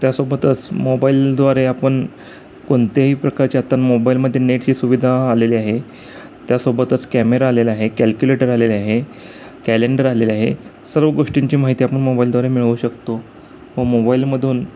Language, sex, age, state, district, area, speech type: Marathi, male, 30-45, Maharashtra, Sangli, urban, spontaneous